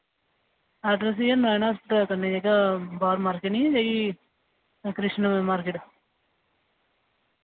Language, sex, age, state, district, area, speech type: Dogri, male, 18-30, Jammu and Kashmir, Reasi, rural, conversation